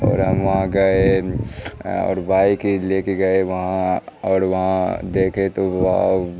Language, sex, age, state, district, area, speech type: Urdu, male, 18-30, Bihar, Supaul, rural, spontaneous